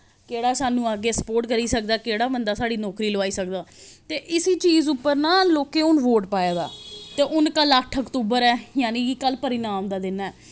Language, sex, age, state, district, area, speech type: Dogri, female, 30-45, Jammu and Kashmir, Jammu, urban, spontaneous